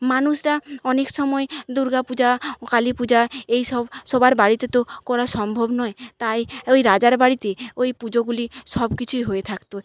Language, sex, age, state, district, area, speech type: Bengali, female, 45-60, West Bengal, Jhargram, rural, spontaneous